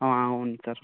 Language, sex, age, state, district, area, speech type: Telugu, male, 18-30, Telangana, Vikarabad, urban, conversation